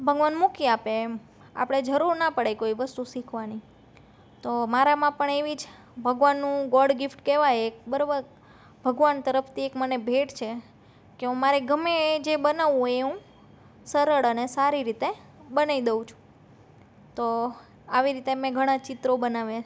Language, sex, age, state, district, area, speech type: Gujarati, female, 30-45, Gujarat, Rajkot, urban, spontaneous